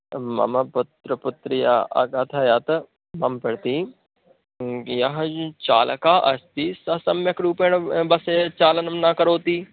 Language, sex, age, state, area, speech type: Sanskrit, male, 18-30, Madhya Pradesh, urban, conversation